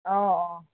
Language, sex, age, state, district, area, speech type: Assamese, female, 45-60, Assam, Sonitpur, urban, conversation